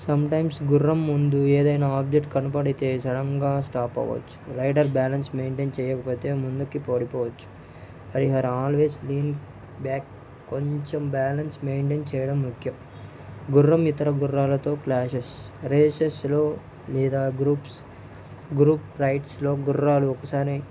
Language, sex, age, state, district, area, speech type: Telugu, male, 18-30, Andhra Pradesh, Nellore, rural, spontaneous